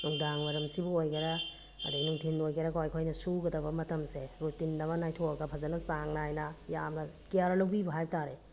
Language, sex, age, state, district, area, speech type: Manipuri, female, 45-60, Manipur, Tengnoupal, urban, spontaneous